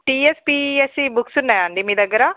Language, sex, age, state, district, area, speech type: Telugu, female, 45-60, Andhra Pradesh, Srikakulam, urban, conversation